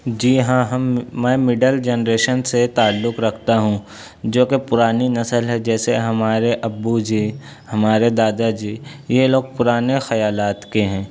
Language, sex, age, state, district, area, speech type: Urdu, male, 30-45, Maharashtra, Nashik, urban, spontaneous